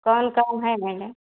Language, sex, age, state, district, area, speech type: Hindi, female, 45-60, Uttar Pradesh, Ayodhya, rural, conversation